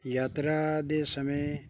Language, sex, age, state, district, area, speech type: Punjabi, male, 60+, Punjab, Bathinda, rural, spontaneous